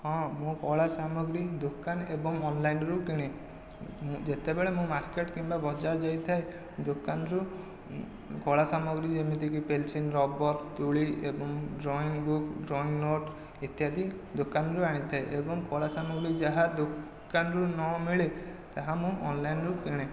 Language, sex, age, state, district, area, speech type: Odia, male, 18-30, Odisha, Khordha, rural, spontaneous